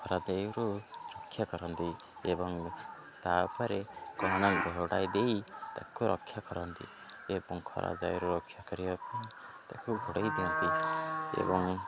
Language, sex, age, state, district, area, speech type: Odia, male, 18-30, Odisha, Jagatsinghpur, rural, spontaneous